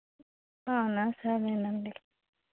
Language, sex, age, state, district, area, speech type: Telugu, female, 18-30, Andhra Pradesh, Vizianagaram, rural, conversation